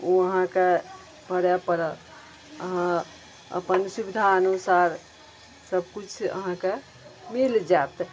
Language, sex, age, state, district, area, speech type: Maithili, female, 45-60, Bihar, Araria, rural, spontaneous